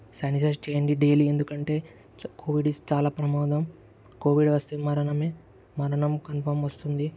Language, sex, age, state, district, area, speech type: Telugu, male, 18-30, Telangana, Medak, rural, spontaneous